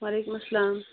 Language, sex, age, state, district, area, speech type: Kashmiri, female, 18-30, Jammu and Kashmir, Budgam, rural, conversation